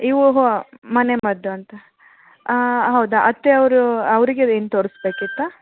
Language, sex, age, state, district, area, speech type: Kannada, female, 30-45, Karnataka, Koppal, rural, conversation